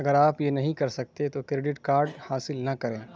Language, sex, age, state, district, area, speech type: Urdu, male, 30-45, Bihar, Khagaria, rural, read